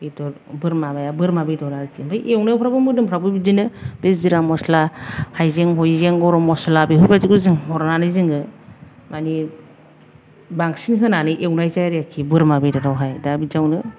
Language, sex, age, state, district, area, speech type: Bodo, female, 45-60, Assam, Kokrajhar, urban, spontaneous